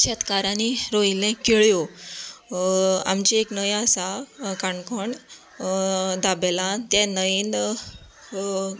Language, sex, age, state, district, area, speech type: Goan Konkani, female, 30-45, Goa, Canacona, rural, spontaneous